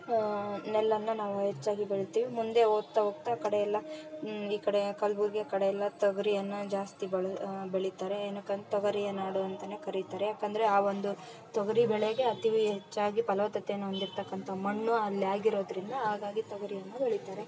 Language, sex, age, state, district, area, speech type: Kannada, female, 30-45, Karnataka, Vijayanagara, rural, spontaneous